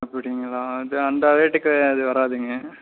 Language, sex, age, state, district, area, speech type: Tamil, male, 18-30, Tamil Nadu, Coimbatore, rural, conversation